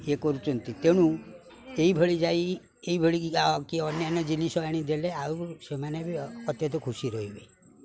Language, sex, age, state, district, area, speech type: Odia, male, 60+, Odisha, Kendrapara, urban, spontaneous